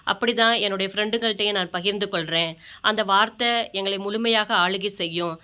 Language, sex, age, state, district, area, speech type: Tamil, female, 45-60, Tamil Nadu, Ariyalur, rural, spontaneous